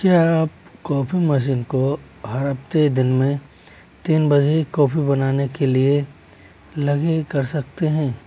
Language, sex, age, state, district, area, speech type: Hindi, male, 18-30, Rajasthan, Jaipur, urban, read